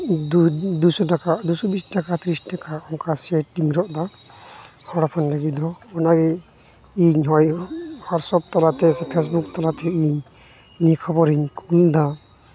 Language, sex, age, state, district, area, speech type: Santali, male, 18-30, West Bengal, Uttar Dinajpur, rural, spontaneous